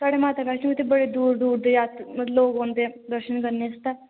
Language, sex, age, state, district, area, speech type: Dogri, female, 18-30, Jammu and Kashmir, Reasi, rural, conversation